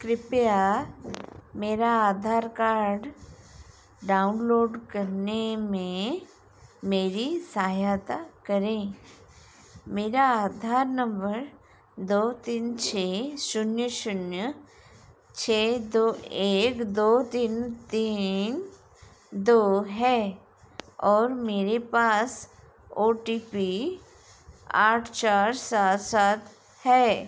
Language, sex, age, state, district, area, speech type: Hindi, female, 45-60, Madhya Pradesh, Chhindwara, rural, read